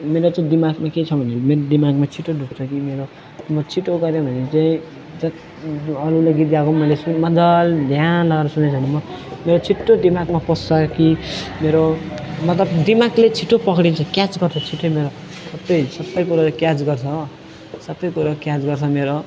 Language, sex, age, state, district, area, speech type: Nepali, male, 18-30, West Bengal, Alipurduar, rural, spontaneous